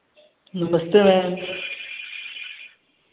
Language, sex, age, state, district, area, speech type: Hindi, male, 30-45, Uttar Pradesh, Varanasi, urban, conversation